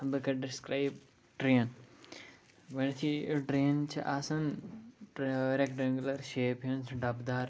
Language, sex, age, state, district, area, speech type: Kashmiri, male, 18-30, Jammu and Kashmir, Pulwama, urban, spontaneous